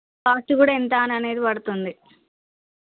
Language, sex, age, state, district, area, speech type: Telugu, female, 30-45, Telangana, Hanamkonda, rural, conversation